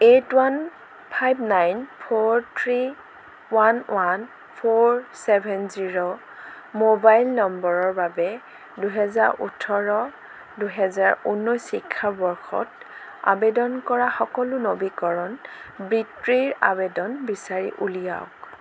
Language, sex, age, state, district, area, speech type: Assamese, female, 30-45, Assam, Lakhimpur, rural, read